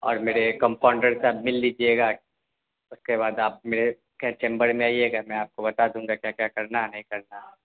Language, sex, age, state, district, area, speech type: Urdu, male, 18-30, Bihar, Darbhanga, urban, conversation